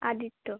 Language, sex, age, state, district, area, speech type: Bengali, female, 18-30, West Bengal, North 24 Parganas, urban, conversation